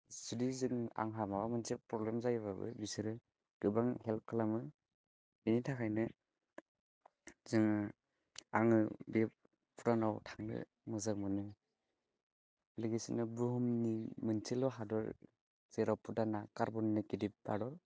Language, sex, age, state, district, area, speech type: Bodo, male, 18-30, Assam, Baksa, rural, spontaneous